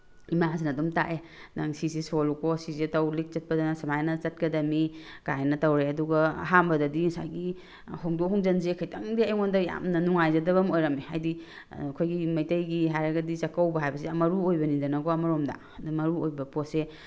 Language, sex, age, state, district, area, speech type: Manipuri, female, 45-60, Manipur, Tengnoupal, rural, spontaneous